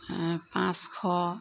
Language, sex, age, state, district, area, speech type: Assamese, female, 45-60, Assam, Jorhat, urban, spontaneous